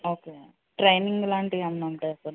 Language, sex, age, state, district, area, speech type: Telugu, female, 30-45, Andhra Pradesh, West Godavari, rural, conversation